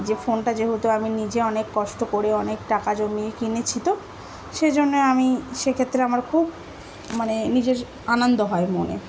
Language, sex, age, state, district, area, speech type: Bengali, female, 18-30, West Bengal, Dakshin Dinajpur, urban, spontaneous